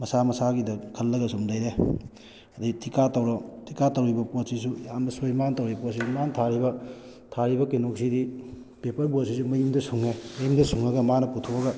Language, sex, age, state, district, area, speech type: Manipuri, male, 30-45, Manipur, Kakching, rural, spontaneous